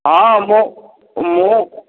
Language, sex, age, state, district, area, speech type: Odia, male, 60+, Odisha, Boudh, rural, conversation